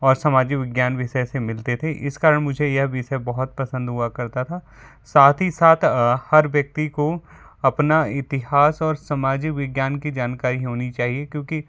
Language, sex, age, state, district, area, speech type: Hindi, male, 45-60, Madhya Pradesh, Bhopal, urban, spontaneous